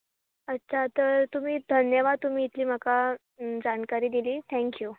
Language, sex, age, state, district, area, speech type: Goan Konkani, female, 18-30, Goa, Bardez, urban, conversation